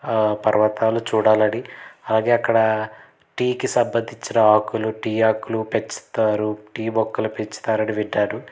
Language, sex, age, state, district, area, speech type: Telugu, male, 30-45, Andhra Pradesh, Konaseema, rural, spontaneous